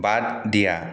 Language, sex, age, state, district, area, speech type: Assamese, male, 30-45, Assam, Dibrugarh, rural, read